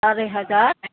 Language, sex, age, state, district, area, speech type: Bodo, female, 60+, Assam, Kokrajhar, urban, conversation